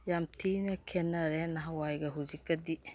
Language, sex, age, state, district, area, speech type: Manipuri, female, 45-60, Manipur, Imphal East, rural, spontaneous